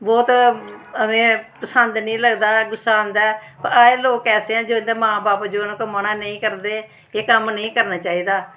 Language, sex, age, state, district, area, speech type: Dogri, female, 45-60, Jammu and Kashmir, Samba, urban, spontaneous